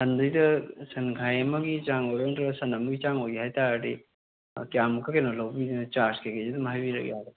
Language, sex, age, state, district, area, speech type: Manipuri, male, 30-45, Manipur, Kangpokpi, urban, conversation